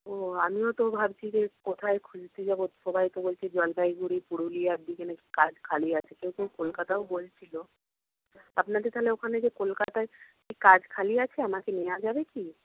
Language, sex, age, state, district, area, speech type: Bengali, female, 60+, West Bengal, Purba Medinipur, rural, conversation